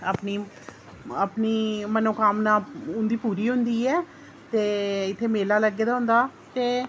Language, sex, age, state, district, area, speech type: Dogri, female, 30-45, Jammu and Kashmir, Reasi, rural, spontaneous